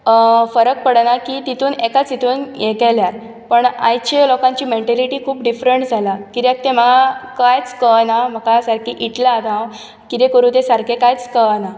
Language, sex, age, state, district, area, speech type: Goan Konkani, female, 18-30, Goa, Bardez, urban, spontaneous